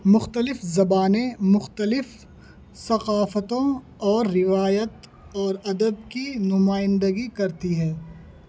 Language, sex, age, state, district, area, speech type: Urdu, male, 30-45, Delhi, North East Delhi, urban, spontaneous